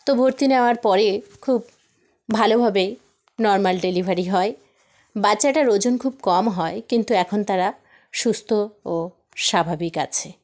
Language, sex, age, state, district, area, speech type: Bengali, female, 18-30, West Bengal, South 24 Parganas, rural, spontaneous